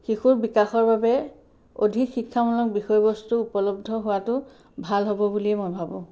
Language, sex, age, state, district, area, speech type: Assamese, female, 45-60, Assam, Sivasagar, rural, spontaneous